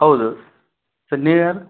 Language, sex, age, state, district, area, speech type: Kannada, male, 30-45, Karnataka, Raichur, rural, conversation